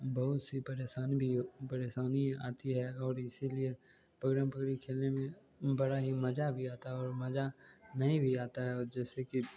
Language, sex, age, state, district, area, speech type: Hindi, male, 18-30, Bihar, Begusarai, rural, spontaneous